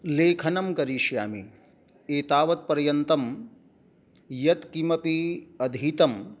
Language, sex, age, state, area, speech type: Sanskrit, male, 60+, Jharkhand, rural, spontaneous